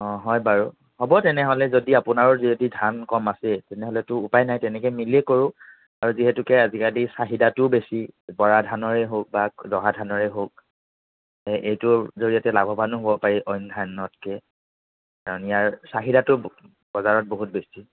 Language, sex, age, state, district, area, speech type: Assamese, male, 45-60, Assam, Nagaon, rural, conversation